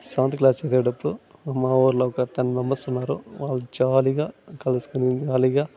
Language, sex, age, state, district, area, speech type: Telugu, male, 30-45, Andhra Pradesh, Sri Balaji, urban, spontaneous